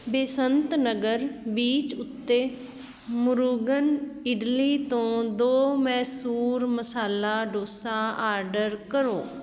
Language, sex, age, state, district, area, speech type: Punjabi, female, 30-45, Punjab, Patiala, rural, read